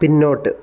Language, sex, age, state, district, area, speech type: Malayalam, male, 18-30, Kerala, Kottayam, rural, read